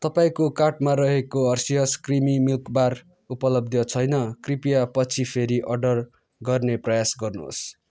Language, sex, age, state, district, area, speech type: Nepali, male, 18-30, West Bengal, Kalimpong, rural, read